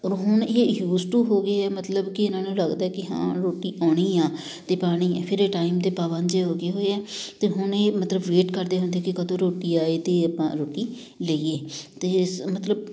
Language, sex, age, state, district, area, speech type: Punjabi, female, 30-45, Punjab, Amritsar, urban, spontaneous